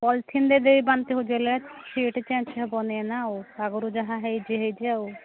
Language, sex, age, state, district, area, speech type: Odia, female, 60+, Odisha, Angul, rural, conversation